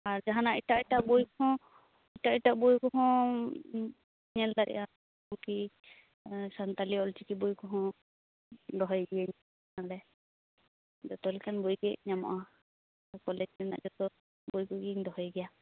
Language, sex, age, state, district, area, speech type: Santali, female, 18-30, West Bengal, Purba Bardhaman, rural, conversation